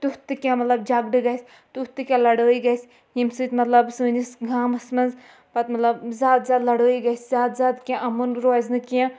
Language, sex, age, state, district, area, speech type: Kashmiri, female, 30-45, Jammu and Kashmir, Shopian, rural, spontaneous